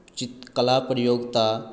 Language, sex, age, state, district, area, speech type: Maithili, male, 18-30, Bihar, Madhubani, rural, spontaneous